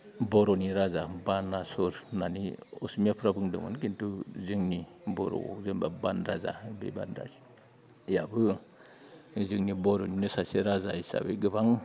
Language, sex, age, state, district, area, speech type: Bodo, male, 45-60, Assam, Udalguri, rural, spontaneous